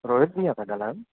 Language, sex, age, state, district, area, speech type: Sindhi, male, 30-45, Madhya Pradesh, Katni, urban, conversation